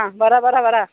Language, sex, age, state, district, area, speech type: Malayalam, female, 45-60, Kerala, Kollam, rural, conversation